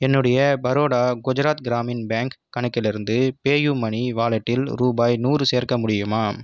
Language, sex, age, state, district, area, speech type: Tamil, male, 18-30, Tamil Nadu, Viluppuram, urban, read